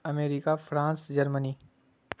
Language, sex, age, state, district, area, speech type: Urdu, male, 18-30, Bihar, Supaul, rural, spontaneous